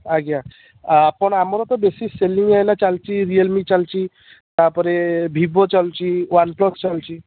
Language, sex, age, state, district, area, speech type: Odia, male, 18-30, Odisha, Puri, urban, conversation